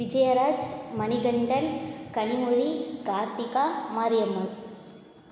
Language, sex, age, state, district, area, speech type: Tamil, female, 18-30, Tamil Nadu, Thanjavur, urban, spontaneous